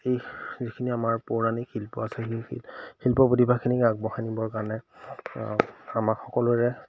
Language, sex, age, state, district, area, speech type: Assamese, male, 30-45, Assam, Majuli, urban, spontaneous